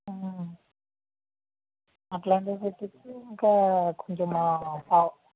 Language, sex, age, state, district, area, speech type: Telugu, male, 18-30, Andhra Pradesh, Konaseema, rural, conversation